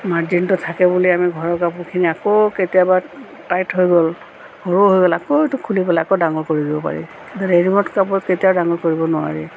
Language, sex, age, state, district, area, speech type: Assamese, female, 45-60, Assam, Tinsukia, rural, spontaneous